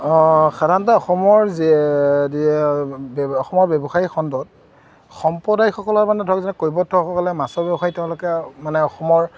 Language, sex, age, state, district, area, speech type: Assamese, male, 30-45, Assam, Golaghat, urban, spontaneous